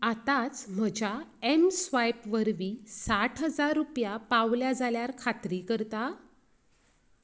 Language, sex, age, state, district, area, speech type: Goan Konkani, female, 30-45, Goa, Canacona, rural, read